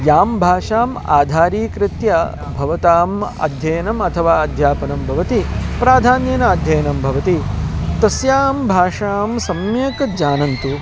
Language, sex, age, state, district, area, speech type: Sanskrit, male, 30-45, Karnataka, Bangalore Urban, urban, spontaneous